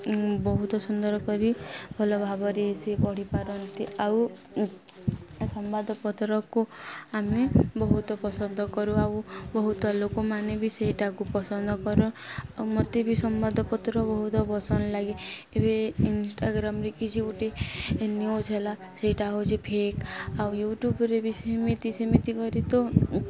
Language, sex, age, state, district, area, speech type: Odia, female, 18-30, Odisha, Nuapada, urban, spontaneous